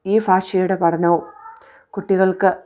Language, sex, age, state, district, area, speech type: Malayalam, female, 30-45, Kerala, Idukki, rural, spontaneous